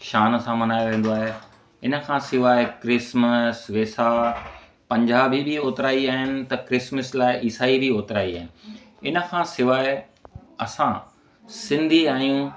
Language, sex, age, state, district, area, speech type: Sindhi, male, 45-60, Gujarat, Kutch, rural, spontaneous